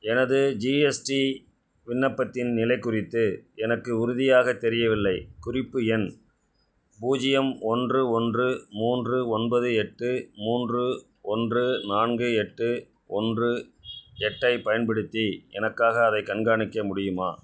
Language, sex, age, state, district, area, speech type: Tamil, male, 60+, Tamil Nadu, Ariyalur, rural, read